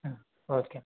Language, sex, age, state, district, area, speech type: Tamil, male, 18-30, Tamil Nadu, Dharmapuri, rural, conversation